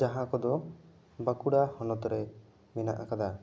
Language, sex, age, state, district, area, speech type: Santali, male, 18-30, West Bengal, Bankura, rural, spontaneous